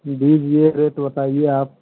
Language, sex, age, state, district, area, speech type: Hindi, male, 30-45, Uttar Pradesh, Mau, urban, conversation